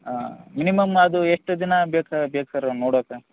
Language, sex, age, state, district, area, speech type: Kannada, male, 18-30, Karnataka, Bellary, rural, conversation